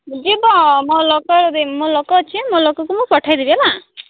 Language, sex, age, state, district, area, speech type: Odia, female, 18-30, Odisha, Malkangiri, urban, conversation